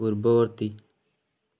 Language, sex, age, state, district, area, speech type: Odia, male, 18-30, Odisha, Kendujhar, urban, read